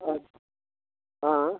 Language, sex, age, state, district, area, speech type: Maithili, male, 18-30, Bihar, Supaul, urban, conversation